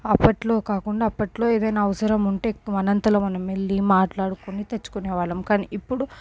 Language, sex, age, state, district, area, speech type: Telugu, female, 18-30, Telangana, Medchal, urban, spontaneous